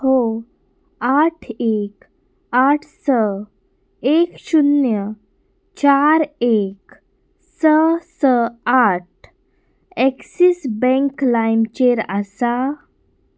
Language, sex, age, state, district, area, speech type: Goan Konkani, female, 18-30, Goa, Pernem, rural, read